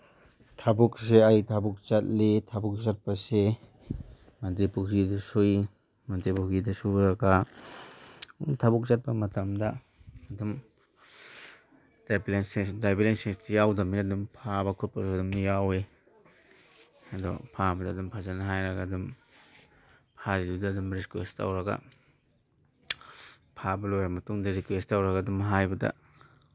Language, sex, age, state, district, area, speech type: Manipuri, male, 30-45, Manipur, Imphal East, rural, spontaneous